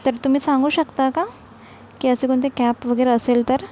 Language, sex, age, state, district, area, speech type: Marathi, female, 45-60, Maharashtra, Nagpur, urban, spontaneous